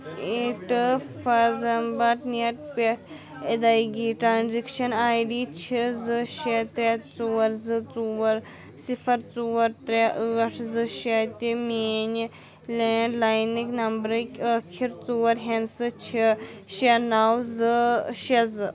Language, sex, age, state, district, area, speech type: Kashmiri, female, 30-45, Jammu and Kashmir, Anantnag, urban, read